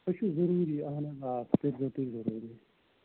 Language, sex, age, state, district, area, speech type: Kashmiri, male, 18-30, Jammu and Kashmir, Srinagar, urban, conversation